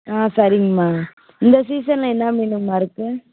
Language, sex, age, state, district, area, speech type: Tamil, female, 18-30, Tamil Nadu, Kallakurichi, urban, conversation